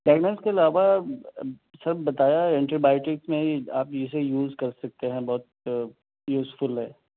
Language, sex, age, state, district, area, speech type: Urdu, male, 30-45, Delhi, South Delhi, urban, conversation